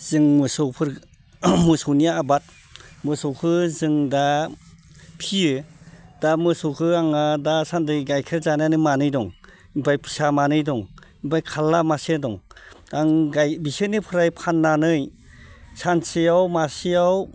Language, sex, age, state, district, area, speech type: Bodo, male, 45-60, Assam, Baksa, urban, spontaneous